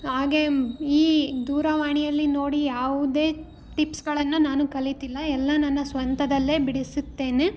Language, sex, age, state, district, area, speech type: Kannada, female, 18-30, Karnataka, Davanagere, rural, spontaneous